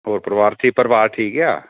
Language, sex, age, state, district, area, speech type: Punjabi, male, 30-45, Punjab, Gurdaspur, rural, conversation